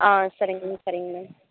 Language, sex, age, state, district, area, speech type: Tamil, female, 18-30, Tamil Nadu, Perambalur, rural, conversation